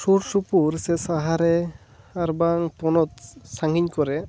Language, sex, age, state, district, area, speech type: Santali, male, 18-30, West Bengal, Jhargram, rural, spontaneous